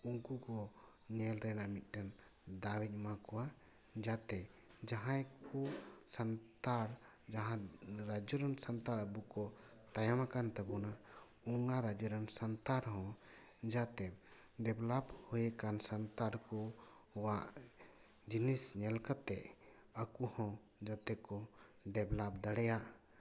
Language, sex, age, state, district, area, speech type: Santali, male, 30-45, West Bengal, Paschim Bardhaman, urban, spontaneous